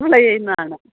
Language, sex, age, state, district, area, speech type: Malayalam, female, 45-60, Kerala, Idukki, rural, conversation